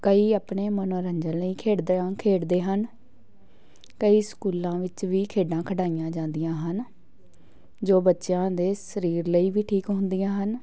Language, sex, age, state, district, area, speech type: Punjabi, female, 18-30, Punjab, Patiala, rural, spontaneous